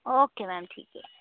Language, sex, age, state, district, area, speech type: Hindi, female, 30-45, Madhya Pradesh, Chhindwara, urban, conversation